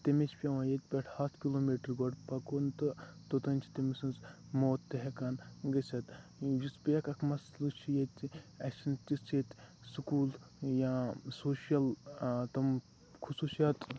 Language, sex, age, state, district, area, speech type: Kashmiri, male, 18-30, Jammu and Kashmir, Kupwara, urban, spontaneous